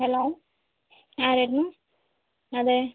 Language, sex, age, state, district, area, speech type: Malayalam, other, 30-45, Kerala, Kozhikode, urban, conversation